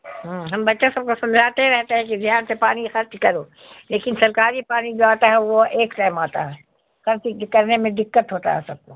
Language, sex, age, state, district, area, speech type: Urdu, female, 60+, Bihar, Khagaria, rural, conversation